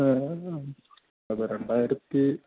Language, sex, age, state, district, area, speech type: Malayalam, male, 30-45, Kerala, Thiruvananthapuram, urban, conversation